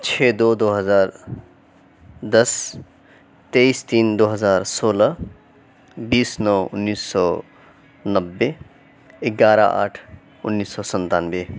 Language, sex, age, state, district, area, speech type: Urdu, male, 30-45, Uttar Pradesh, Mau, urban, spontaneous